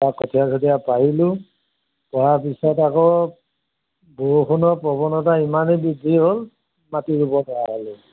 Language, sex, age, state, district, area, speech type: Assamese, male, 60+, Assam, Golaghat, rural, conversation